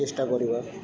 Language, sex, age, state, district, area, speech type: Odia, male, 18-30, Odisha, Sundergarh, urban, spontaneous